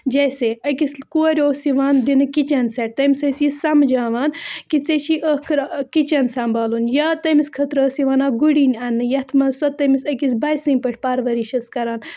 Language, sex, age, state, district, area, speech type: Kashmiri, female, 18-30, Jammu and Kashmir, Budgam, rural, spontaneous